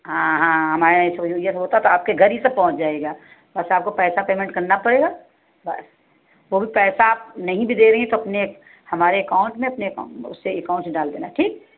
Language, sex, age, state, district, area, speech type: Hindi, female, 60+, Uttar Pradesh, Sitapur, rural, conversation